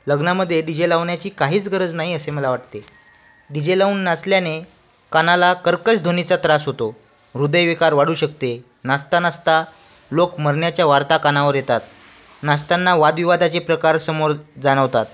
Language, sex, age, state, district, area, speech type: Marathi, male, 18-30, Maharashtra, Washim, rural, spontaneous